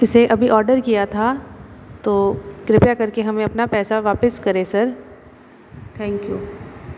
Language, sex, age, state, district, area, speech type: Hindi, female, 60+, Rajasthan, Jodhpur, urban, spontaneous